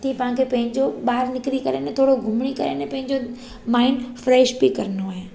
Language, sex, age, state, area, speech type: Sindhi, female, 30-45, Gujarat, urban, spontaneous